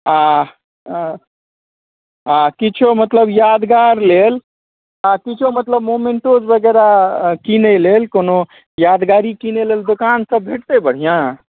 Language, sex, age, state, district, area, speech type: Maithili, male, 45-60, Bihar, Supaul, rural, conversation